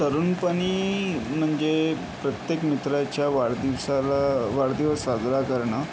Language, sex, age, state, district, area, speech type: Marathi, male, 60+, Maharashtra, Yavatmal, urban, spontaneous